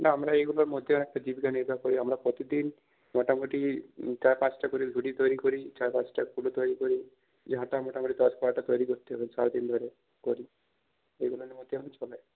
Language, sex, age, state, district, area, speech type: Bengali, male, 45-60, West Bengal, Purulia, rural, conversation